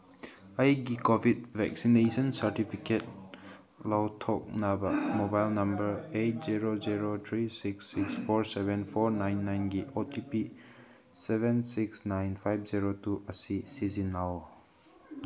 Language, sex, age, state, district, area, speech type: Manipuri, male, 18-30, Manipur, Kangpokpi, urban, read